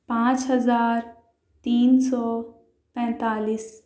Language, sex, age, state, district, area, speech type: Urdu, female, 18-30, Delhi, South Delhi, urban, spontaneous